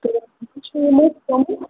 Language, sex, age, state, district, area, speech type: Kashmiri, female, 30-45, Jammu and Kashmir, Srinagar, urban, conversation